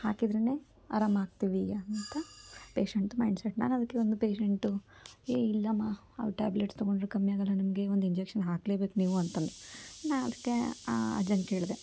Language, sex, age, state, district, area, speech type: Kannada, female, 18-30, Karnataka, Koppal, urban, spontaneous